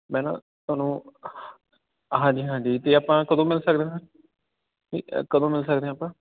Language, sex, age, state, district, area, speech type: Punjabi, male, 18-30, Punjab, Fatehgarh Sahib, rural, conversation